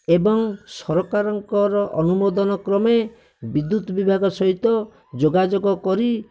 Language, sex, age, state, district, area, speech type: Odia, male, 60+, Odisha, Bhadrak, rural, spontaneous